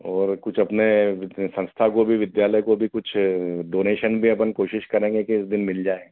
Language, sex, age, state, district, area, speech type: Hindi, male, 45-60, Madhya Pradesh, Ujjain, urban, conversation